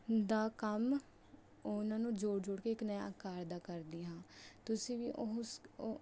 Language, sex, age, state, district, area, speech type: Punjabi, female, 18-30, Punjab, Rupnagar, urban, spontaneous